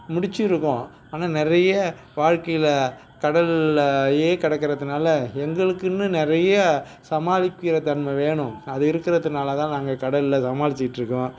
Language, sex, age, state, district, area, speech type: Tamil, male, 45-60, Tamil Nadu, Nagapattinam, rural, spontaneous